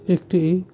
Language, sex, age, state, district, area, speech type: Bengali, male, 30-45, West Bengal, Howrah, urban, spontaneous